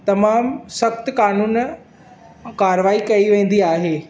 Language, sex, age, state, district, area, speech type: Sindhi, male, 18-30, Maharashtra, Thane, urban, spontaneous